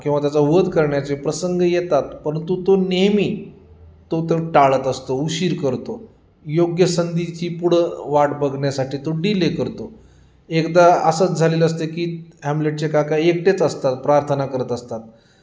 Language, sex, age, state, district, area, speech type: Marathi, male, 45-60, Maharashtra, Nanded, urban, spontaneous